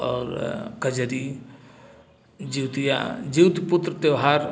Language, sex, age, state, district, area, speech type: Hindi, male, 60+, Uttar Pradesh, Bhadohi, urban, spontaneous